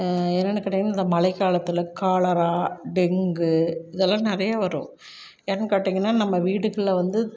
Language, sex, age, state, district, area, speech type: Tamil, female, 45-60, Tamil Nadu, Tiruppur, rural, spontaneous